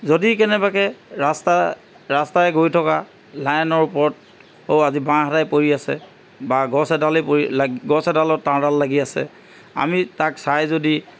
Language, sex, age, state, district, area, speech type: Assamese, male, 60+, Assam, Charaideo, urban, spontaneous